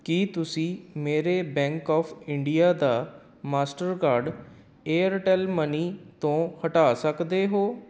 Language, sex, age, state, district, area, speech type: Punjabi, male, 30-45, Punjab, Kapurthala, urban, read